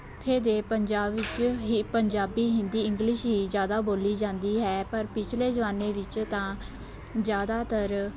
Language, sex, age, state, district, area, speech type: Punjabi, female, 18-30, Punjab, Shaheed Bhagat Singh Nagar, urban, spontaneous